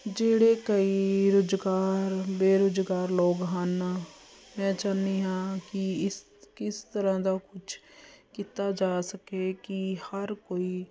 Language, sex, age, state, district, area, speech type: Punjabi, female, 30-45, Punjab, Jalandhar, urban, spontaneous